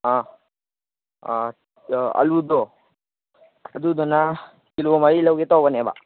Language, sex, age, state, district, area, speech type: Manipuri, male, 18-30, Manipur, Kangpokpi, urban, conversation